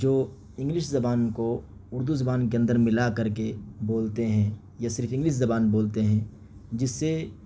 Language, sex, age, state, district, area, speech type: Urdu, male, 18-30, Delhi, East Delhi, urban, spontaneous